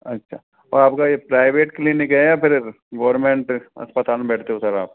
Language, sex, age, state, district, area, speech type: Hindi, male, 30-45, Rajasthan, Karauli, rural, conversation